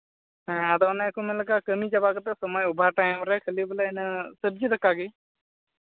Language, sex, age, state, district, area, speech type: Santali, male, 18-30, Jharkhand, Pakur, rural, conversation